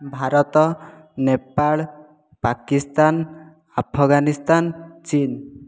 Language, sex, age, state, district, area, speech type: Odia, male, 18-30, Odisha, Jajpur, rural, spontaneous